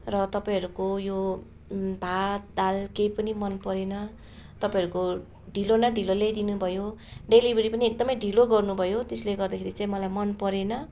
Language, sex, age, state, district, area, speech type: Nepali, female, 30-45, West Bengal, Darjeeling, rural, spontaneous